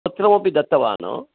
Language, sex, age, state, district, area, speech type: Sanskrit, male, 45-60, Karnataka, Shimoga, urban, conversation